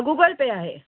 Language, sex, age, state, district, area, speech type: Marathi, female, 45-60, Maharashtra, Nanded, rural, conversation